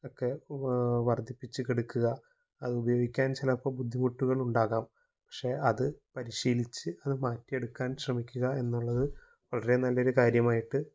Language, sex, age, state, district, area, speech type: Malayalam, male, 18-30, Kerala, Thrissur, urban, spontaneous